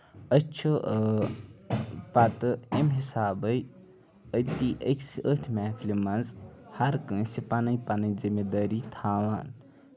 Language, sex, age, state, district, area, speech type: Kashmiri, male, 18-30, Jammu and Kashmir, Ganderbal, rural, spontaneous